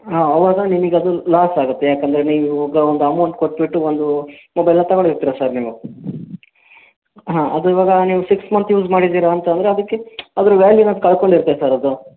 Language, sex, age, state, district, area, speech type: Kannada, male, 30-45, Karnataka, Shimoga, urban, conversation